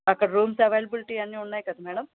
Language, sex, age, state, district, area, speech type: Telugu, female, 60+, Andhra Pradesh, Vizianagaram, rural, conversation